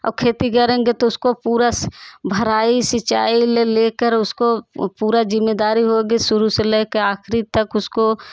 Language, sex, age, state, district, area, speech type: Hindi, female, 30-45, Uttar Pradesh, Jaunpur, rural, spontaneous